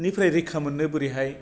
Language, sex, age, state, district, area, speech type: Bodo, male, 45-60, Assam, Baksa, rural, spontaneous